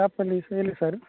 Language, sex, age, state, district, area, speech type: Kannada, male, 18-30, Karnataka, Udupi, rural, conversation